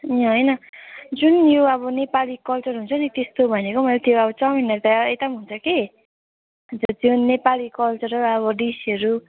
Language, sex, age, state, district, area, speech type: Nepali, female, 18-30, West Bengal, Kalimpong, rural, conversation